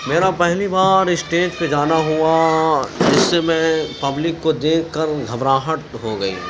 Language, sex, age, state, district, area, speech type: Urdu, male, 30-45, Uttar Pradesh, Gautam Buddha Nagar, rural, spontaneous